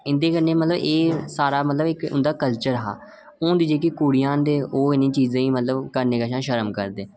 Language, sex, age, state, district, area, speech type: Dogri, male, 18-30, Jammu and Kashmir, Reasi, rural, spontaneous